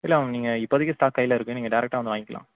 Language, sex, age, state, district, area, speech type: Tamil, male, 18-30, Tamil Nadu, Mayiladuthurai, rural, conversation